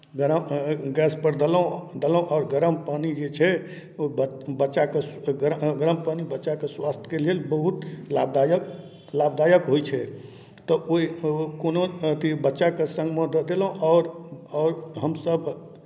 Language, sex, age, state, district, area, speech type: Maithili, male, 30-45, Bihar, Darbhanga, urban, spontaneous